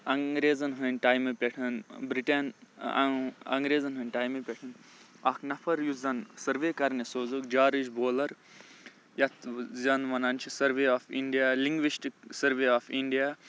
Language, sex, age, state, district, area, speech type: Kashmiri, male, 18-30, Jammu and Kashmir, Bandipora, rural, spontaneous